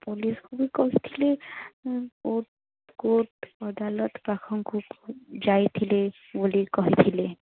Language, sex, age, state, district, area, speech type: Odia, female, 18-30, Odisha, Nuapada, urban, conversation